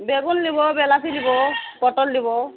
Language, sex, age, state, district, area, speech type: Bengali, female, 18-30, West Bengal, Murshidabad, rural, conversation